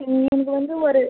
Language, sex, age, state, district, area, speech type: Tamil, female, 30-45, Tamil Nadu, Viluppuram, rural, conversation